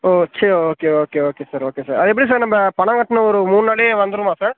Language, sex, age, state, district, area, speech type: Tamil, male, 18-30, Tamil Nadu, Thanjavur, rural, conversation